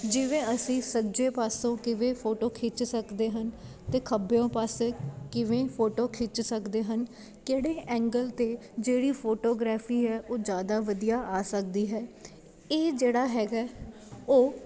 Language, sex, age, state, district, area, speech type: Punjabi, female, 18-30, Punjab, Ludhiana, urban, spontaneous